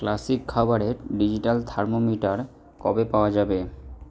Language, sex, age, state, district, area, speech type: Bengali, male, 18-30, West Bengal, Purba Bardhaman, rural, read